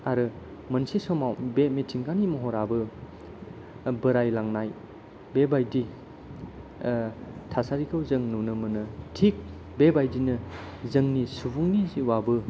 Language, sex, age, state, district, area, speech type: Bodo, male, 30-45, Assam, Kokrajhar, rural, spontaneous